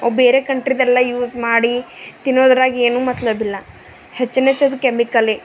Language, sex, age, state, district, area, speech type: Kannada, female, 30-45, Karnataka, Bidar, urban, spontaneous